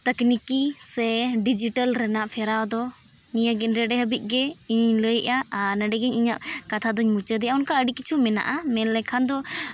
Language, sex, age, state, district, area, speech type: Santali, female, 18-30, Jharkhand, East Singhbhum, rural, spontaneous